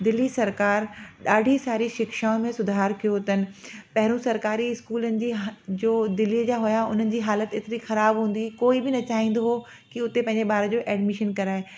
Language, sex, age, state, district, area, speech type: Sindhi, female, 30-45, Delhi, South Delhi, urban, spontaneous